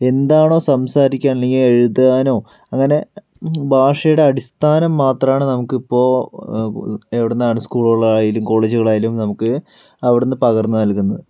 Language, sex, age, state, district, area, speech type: Malayalam, male, 45-60, Kerala, Palakkad, rural, spontaneous